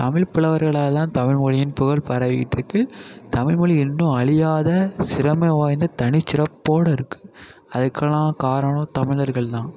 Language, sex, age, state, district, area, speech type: Tamil, male, 18-30, Tamil Nadu, Thanjavur, rural, spontaneous